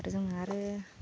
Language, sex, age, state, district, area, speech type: Bodo, female, 18-30, Assam, Baksa, rural, spontaneous